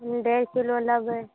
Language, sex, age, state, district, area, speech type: Maithili, female, 18-30, Bihar, Saharsa, rural, conversation